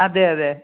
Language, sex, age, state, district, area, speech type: Malayalam, female, 45-60, Kerala, Kannur, rural, conversation